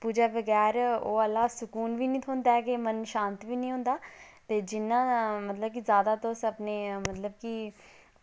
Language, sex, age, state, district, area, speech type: Dogri, female, 30-45, Jammu and Kashmir, Udhampur, rural, spontaneous